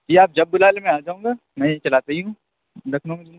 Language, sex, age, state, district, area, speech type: Urdu, male, 18-30, Uttar Pradesh, Lucknow, urban, conversation